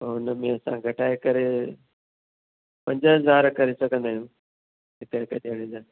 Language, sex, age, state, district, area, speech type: Sindhi, male, 60+, Maharashtra, Thane, urban, conversation